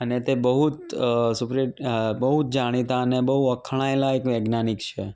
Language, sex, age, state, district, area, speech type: Gujarati, male, 30-45, Gujarat, Ahmedabad, urban, spontaneous